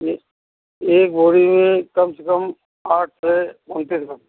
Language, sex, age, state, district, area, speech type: Hindi, male, 60+, Uttar Pradesh, Jaunpur, rural, conversation